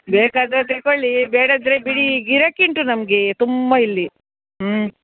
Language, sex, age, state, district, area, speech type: Kannada, female, 60+, Karnataka, Udupi, rural, conversation